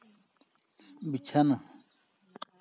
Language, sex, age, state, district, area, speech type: Santali, male, 60+, West Bengal, Purba Bardhaman, rural, read